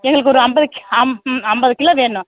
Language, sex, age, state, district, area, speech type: Tamil, female, 45-60, Tamil Nadu, Tiruvannamalai, urban, conversation